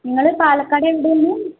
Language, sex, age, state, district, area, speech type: Malayalam, female, 18-30, Kerala, Palakkad, rural, conversation